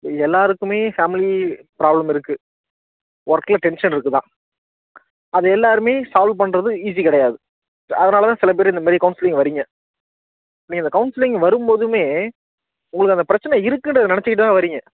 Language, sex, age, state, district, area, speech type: Tamil, male, 18-30, Tamil Nadu, Nagapattinam, rural, conversation